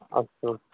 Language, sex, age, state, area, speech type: Sanskrit, male, 18-30, Bihar, rural, conversation